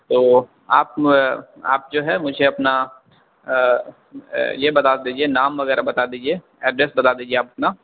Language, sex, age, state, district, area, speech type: Urdu, male, 18-30, Bihar, Darbhanga, urban, conversation